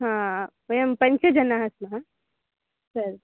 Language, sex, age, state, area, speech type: Sanskrit, female, 18-30, Goa, urban, conversation